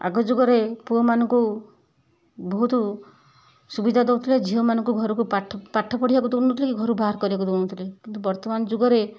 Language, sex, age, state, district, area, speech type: Odia, female, 60+, Odisha, Kendujhar, urban, spontaneous